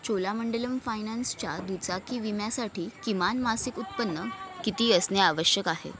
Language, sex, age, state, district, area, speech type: Marathi, female, 18-30, Maharashtra, Mumbai Suburban, urban, read